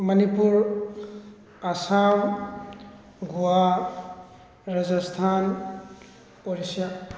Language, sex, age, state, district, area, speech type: Manipuri, male, 18-30, Manipur, Thoubal, rural, spontaneous